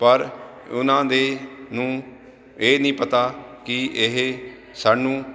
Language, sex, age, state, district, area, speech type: Punjabi, male, 45-60, Punjab, Jalandhar, urban, spontaneous